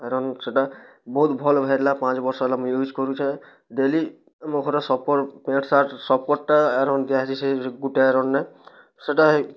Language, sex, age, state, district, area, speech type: Odia, male, 18-30, Odisha, Kalahandi, rural, spontaneous